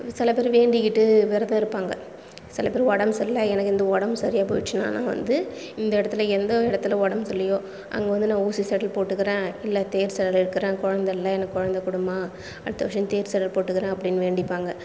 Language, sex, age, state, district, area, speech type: Tamil, female, 30-45, Tamil Nadu, Cuddalore, rural, spontaneous